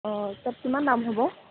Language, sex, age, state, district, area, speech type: Assamese, female, 18-30, Assam, Jorhat, rural, conversation